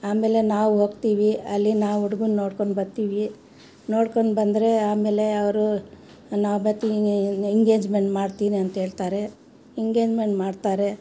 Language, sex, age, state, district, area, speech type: Kannada, female, 60+, Karnataka, Bangalore Rural, rural, spontaneous